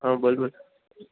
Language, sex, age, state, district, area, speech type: Gujarati, male, 18-30, Gujarat, Junagadh, urban, conversation